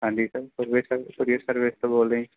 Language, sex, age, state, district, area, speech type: Punjabi, male, 30-45, Punjab, Mansa, rural, conversation